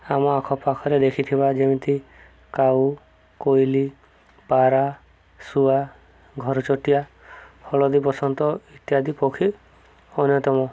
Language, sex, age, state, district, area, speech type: Odia, male, 30-45, Odisha, Subarnapur, urban, spontaneous